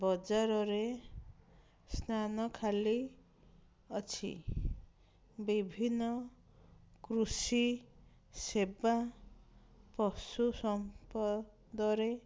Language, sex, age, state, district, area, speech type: Odia, female, 60+, Odisha, Ganjam, urban, spontaneous